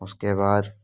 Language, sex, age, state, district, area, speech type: Hindi, male, 18-30, Rajasthan, Bharatpur, rural, spontaneous